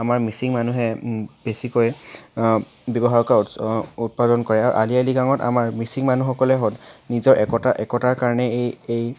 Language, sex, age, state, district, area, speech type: Assamese, male, 18-30, Assam, Charaideo, urban, spontaneous